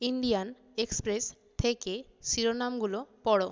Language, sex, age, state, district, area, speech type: Bengali, female, 18-30, West Bengal, Jalpaiguri, rural, read